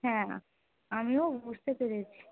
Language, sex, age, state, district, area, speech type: Bengali, female, 30-45, West Bengal, Darjeeling, urban, conversation